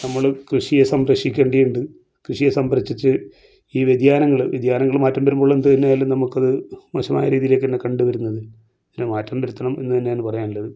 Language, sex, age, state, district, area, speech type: Malayalam, male, 45-60, Kerala, Kasaragod, rural, spontaneous